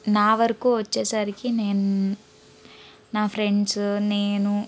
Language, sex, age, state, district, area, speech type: Telugu, female, 18-30, Andhra Pradesh, Guntur, urban, spontaneous